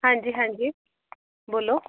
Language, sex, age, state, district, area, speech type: Punjabi, female, 30-45, Punjab, Bathinda, urban, conversation